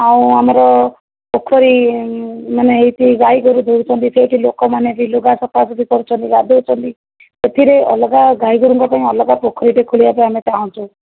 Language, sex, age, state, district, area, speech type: Odia, female, 30-45, Odisha, Jajpur, rural, conversation